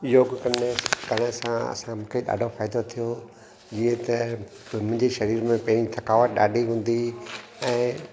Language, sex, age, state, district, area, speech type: Sindhi, male, 60+, Gujarat, Kutch, urban, spontaneous